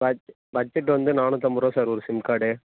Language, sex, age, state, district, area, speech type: Tamil, male, 18-30, Tamil Nadu, Perambalur, rural, conversation